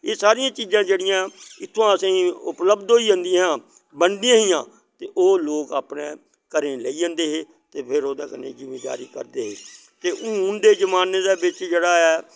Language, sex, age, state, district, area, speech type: Dogri, male, 60+, Jammu and Kashmir, Samba, rural, spontaneous